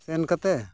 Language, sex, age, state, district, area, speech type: Santali, male, 45-60, Odisha, Mayurbhanj, rural, spontaneous